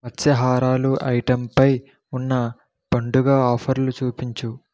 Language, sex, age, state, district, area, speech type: Telugu, male, 45-60, Andhra Pradesh, Kakinada, urban, read